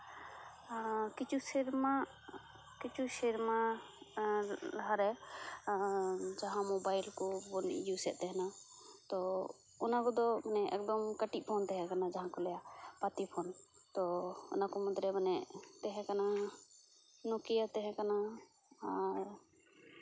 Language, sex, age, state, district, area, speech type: Santali, female, 18-30, West Bengal, Purba Bardhaman, rural, spontaneous